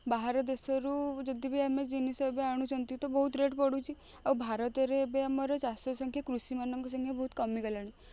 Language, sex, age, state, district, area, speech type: Odia, female, 18-30, Odisha, Kendujhar, urban, spontaneous